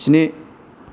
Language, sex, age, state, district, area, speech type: Bodo, male, 30-45, Assam, Kokrajhar, rural, read